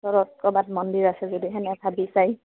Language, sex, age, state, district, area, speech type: Assamese, female, 30-45, Assam, Goalpara, rural, conversation